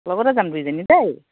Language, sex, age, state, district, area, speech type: Assamese, female, 45-60, Assam, Dhemaji, urban, conversation